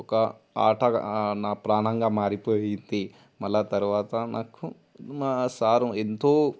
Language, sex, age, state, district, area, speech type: Telugu, male, 18-30, Telangana, Ranga Reddy, urban, spontaneous